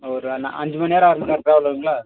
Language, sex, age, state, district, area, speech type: Tamil, male, 30-45, Tamil Nadu, Dharmapuri, rural, conversation